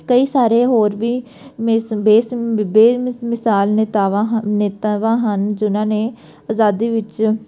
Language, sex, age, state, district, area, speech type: Punjabi, female, 18-30, Punjab, Pathankot, rural, spontaneous